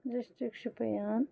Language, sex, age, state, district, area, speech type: Kashmiri, female, 30-45, Jammu and Kashmir, Kulgam, rural, spontaneous